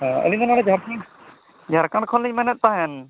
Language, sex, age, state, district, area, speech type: Santali, male, 45-60, Odisha, Mayurbhanj, rural, conversation